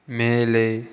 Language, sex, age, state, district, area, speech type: Tamil, male, 18-30, Tamil Nadu, Viluppuram, urban, read